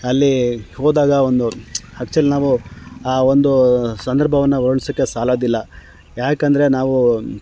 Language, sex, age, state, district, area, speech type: Kannada, male, 30-45, Karnataka, Chamarajanagar, rural, spontaneous